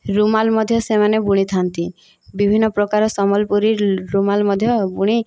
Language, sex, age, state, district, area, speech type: Odia, female, 18-30, Odisha, Boudh, rural, spontaneous